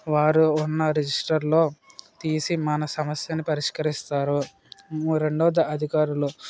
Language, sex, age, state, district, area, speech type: Telugu, male, 30-45, Andhra Pradesh, Kakinada, rural, spontaneous